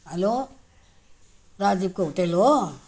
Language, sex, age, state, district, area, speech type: Nepali, female, 60+, West Bengal, Jalpaiguri, rural, spontaneous